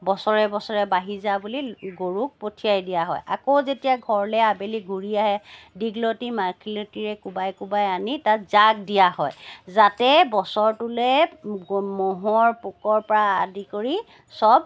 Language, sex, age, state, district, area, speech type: Assamese, female, 45-60, Assam, Charaideo, urban, spontaneous